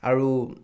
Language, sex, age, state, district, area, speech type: Assamese, male, 18-30, Assam, Charaideo, urban, spontaneous